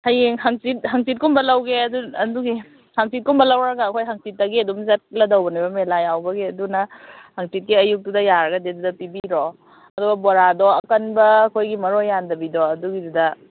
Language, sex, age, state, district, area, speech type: Manipuri, female, 30-45, Manipur, Kakching, rural, conversation